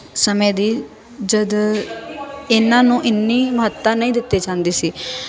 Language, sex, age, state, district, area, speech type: Punjabi, female, 18-30, Punjab, Firozpur, urban, spontaneous